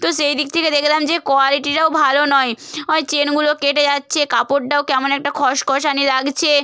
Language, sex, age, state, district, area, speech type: Bengali, female, 30-45, West Bengal, Purba Medinipur, rural, spontaneous